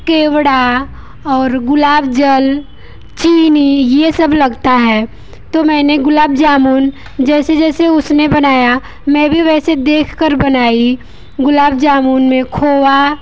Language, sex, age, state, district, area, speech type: Hindi, female, 18-30, Uttar Pradesh, Mirzapur, rural, spontaneous